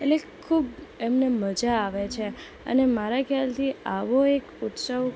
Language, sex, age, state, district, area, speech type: Gujarati, female, 18-30, Gujarat, Anand, rural, spontaneous